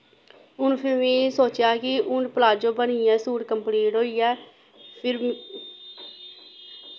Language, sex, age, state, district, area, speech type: Dogri, female, 30-45, Jammu and Kashmir, Samba, urban, spontaneous